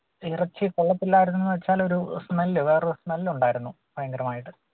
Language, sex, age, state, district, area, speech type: Malayalam, male, 18-30, Kerala, Kottayam, rural, conversation